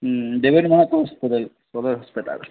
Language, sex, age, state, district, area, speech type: Bengali, male, 18-30, West Bengal, Purulia, urban, conversation